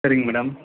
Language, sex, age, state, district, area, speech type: Tamil, male, 30-45, Tamil Nadu, Dharmapuri, rural, conversation